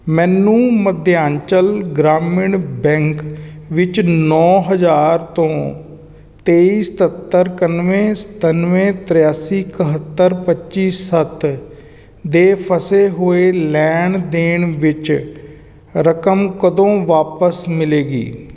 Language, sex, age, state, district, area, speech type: Punjabi, male, 30-45, Punjab, Kapurthala, urban, read